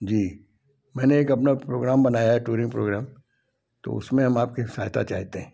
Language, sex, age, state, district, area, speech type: Hindi, male, 60+, Madhya Pradesh, Gwalior, rural, spontaneous